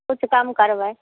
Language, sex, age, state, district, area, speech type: Maithili, female, 45-60, Bihar, Begusarai, rural, conversation